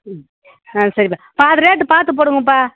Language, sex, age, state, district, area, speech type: Tamil, female, 60+, Tamil Nadu, Tiruvannamalai, rural, conversation